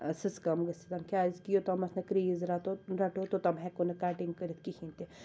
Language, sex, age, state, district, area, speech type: Kashmiri, female, 30-45, Jammu and Kashmir, Srinagar, rural, spontaneous